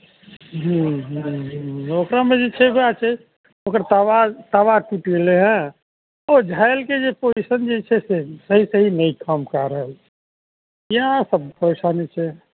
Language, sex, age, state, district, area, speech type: Maithili, male, 60+, Bihar, Saharsa, rural, conversation